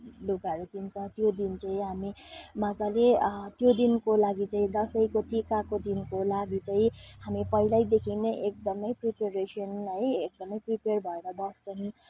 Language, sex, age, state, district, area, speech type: Nepali, female, 30-45, West Bengal, Kalimpong, rural, spontaneous